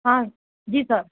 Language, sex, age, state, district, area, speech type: Gujarati, female, 30-45, Gujarat, Junagadh, urban, conversation